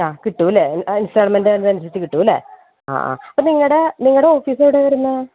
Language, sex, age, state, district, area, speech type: Malayalam, female, 30-45, Kerala, Malappuram, rural, conversation